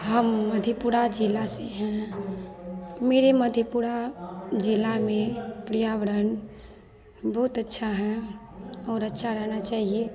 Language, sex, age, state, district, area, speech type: Hindi, female, 18-30, Bihar, Madhepura, rural, spontaneous